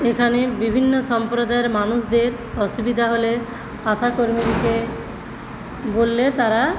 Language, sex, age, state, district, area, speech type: Bengali, female, 45-60, West Bengal, Paschim Medinipur, rural, spontaneous